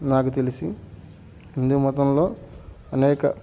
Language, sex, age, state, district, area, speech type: Telugu, male, 45-60, Andhra Pradesh, Alluri Sitarama Raju, rural, spontaneous